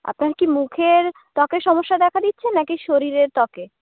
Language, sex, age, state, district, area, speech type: Bengali, female, 18-30, West Bengal, South 24 Parganas, rural, conversation